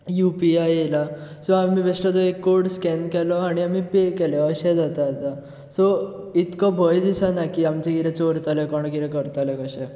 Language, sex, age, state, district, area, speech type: Goan Konkani, male, 18-30, Goa, Bardez, urban, spontaneous